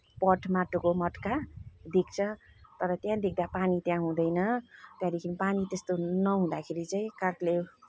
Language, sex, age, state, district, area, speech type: Nepali, female, 30-45, West Bengal, Kalimpong, rural, spontaneous